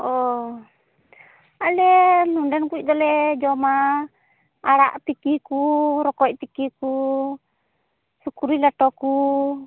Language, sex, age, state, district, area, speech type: Santali, female, 30-45, West Bengal, Purba Bardhaman, rural, conversation